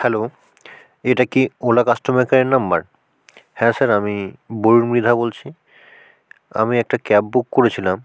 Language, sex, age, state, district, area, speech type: Bengali, male, 18-30, West Bengal, South 24 Parganas, rural, spontaneous